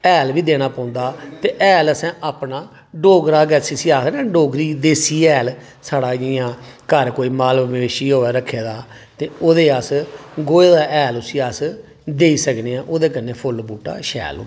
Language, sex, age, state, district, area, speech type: Dogri, male, 45-60, Jammu and Kashmir, Reasi, urban, spontaneous